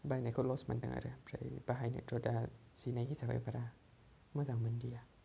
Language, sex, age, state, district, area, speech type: Bodo, male, 18-30, Assam, Kokrajhar, rural, spontaneous